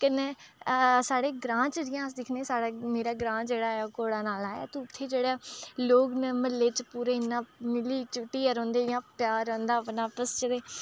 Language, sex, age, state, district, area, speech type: Dogri, female, 30-45, Jammu and Kashmir, Udhampur, urban, spontaneous